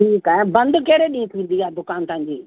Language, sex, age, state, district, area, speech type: Sindhi, female, 60+, Uttar Pradesh, Lucknow, rural, conversation